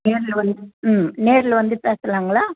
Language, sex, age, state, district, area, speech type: Tamil, female, 60+, Tamil Nadu, Vellore, rural, conversation